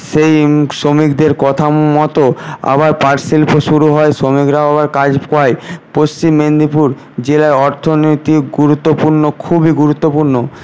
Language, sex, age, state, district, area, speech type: Bengali, male, 18-30, West Bengal, Paschim Medinipur, rural, spontaneous